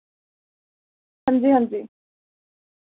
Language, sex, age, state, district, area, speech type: Dogri, female, 18-30, Jammu and Kashmir, Jammu, urban, conversation